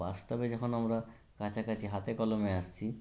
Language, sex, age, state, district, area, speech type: Bengali, male, 30-45, West Bengal, Howrah, urban, spontaneous